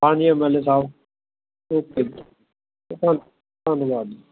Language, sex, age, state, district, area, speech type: Punjabi, male, 30-45, Punjab, Ludhiana, rural, conversation